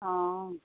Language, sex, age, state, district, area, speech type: Assamese, female, 60+, Assam, Dhemaji, rural, conversation